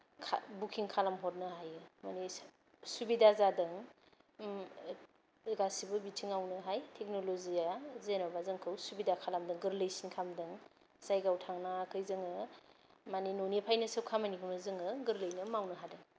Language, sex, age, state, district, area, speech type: Bodo, female, 30-45, Assam, Kokrajhar, rural, spontaneous